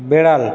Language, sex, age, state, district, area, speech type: Bengali, male, 30-45, West Bengal, Paschim Bardhaman, urban, read